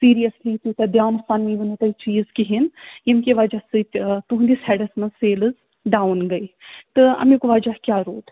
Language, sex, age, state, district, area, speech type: Kashmiri, female, 45-60, Jammu and Kashmir, Srinagar, urban, conversation